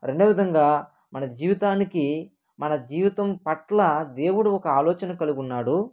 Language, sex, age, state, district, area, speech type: Telugu, male, 18-30, Andhra Pradesh, Kadapa, rural, spontaneous